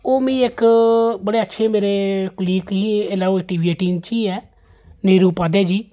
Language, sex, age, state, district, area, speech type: Dogri, male, 30-45, Jammu and Kashmir, Jammu, urban, spontaneous